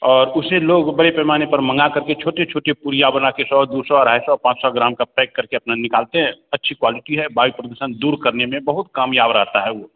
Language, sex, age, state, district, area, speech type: Hindi, male, 60+, Bihar, Begusarai, urban, conversation